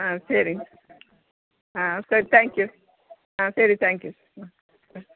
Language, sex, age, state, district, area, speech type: Tamil, female, 60+, Tamil Nadu, Nilgiris, rural, conversation